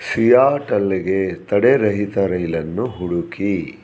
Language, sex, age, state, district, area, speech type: Kannada, male, 60+, Karnataka, Shimoga, rural, read